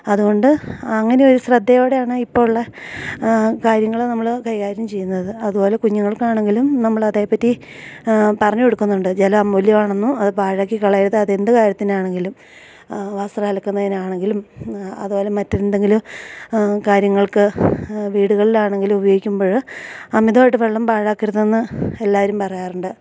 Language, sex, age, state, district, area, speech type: Malayalam, female, 45-60, Kerala, Idukki, rural, spontaneous